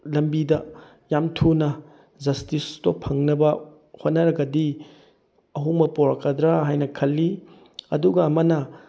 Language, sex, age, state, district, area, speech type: Manipuri, male, 18-30, Manipur, Bishnupur, rural, spontaneous